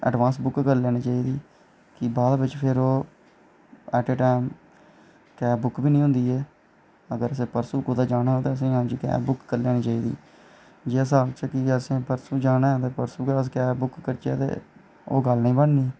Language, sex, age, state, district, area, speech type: Dogri, male, 18-30, Jammu and Kashmir, Reasi, rural, spontaneous